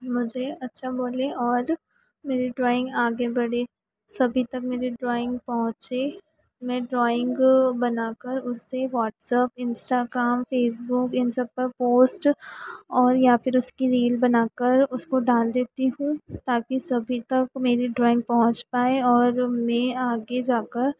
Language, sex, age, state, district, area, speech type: Hindi, female, 18-30, Madhya Pradesh, Harda, urban, spontaneous